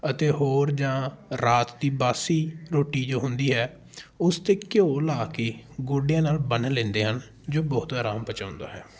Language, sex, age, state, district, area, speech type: Punjabi, male, 18-30, Punjab, Patiala, rural, spontaneous